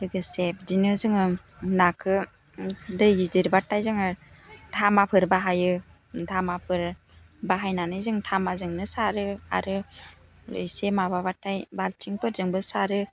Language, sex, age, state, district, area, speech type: Bodo, female, 30-45, Assam, Baksa, rural, spontaneous